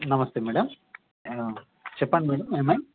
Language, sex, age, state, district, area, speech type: Telugu, male, 30-45, Telangana, Peddapalli, rural, conversation